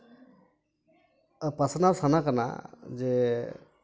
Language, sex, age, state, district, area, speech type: Santali, male, 30-45, West Bengal, Dakshin Dinajpur, rural, spontaneous